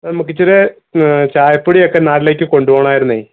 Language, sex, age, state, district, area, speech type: Malayalam, male, 18-30, Kerala, Idukki, rural, conversation